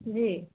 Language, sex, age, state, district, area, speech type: Hindi, female, 45-60, Uttar Pradesh, Azamgarh, urban, conversation